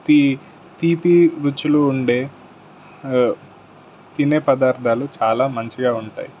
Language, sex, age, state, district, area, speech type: Telugu, male, 18-30, Telangana, Suryapet, urban, spontaneous